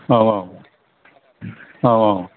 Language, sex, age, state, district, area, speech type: Bodo, male, 60+, Assam, Kokrajhar, rural, conversation